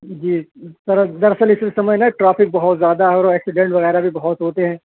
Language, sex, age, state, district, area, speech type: Urdu, male, 18-30, Uttar Pradesh, Shahjahanpur, urban, conversation